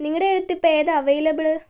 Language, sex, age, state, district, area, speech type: Malayalam, female, 18-30, Kerala, Wayanad, rural, spontaneous